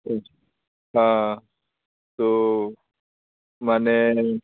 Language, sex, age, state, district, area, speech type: Hindi, male, 45-60, Bihar, Muzaffarpur, urban, conversation